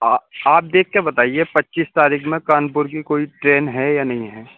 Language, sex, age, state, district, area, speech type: Urdu, male, 18-30, Uttar Pradesh, Saharanpur, urban, conversation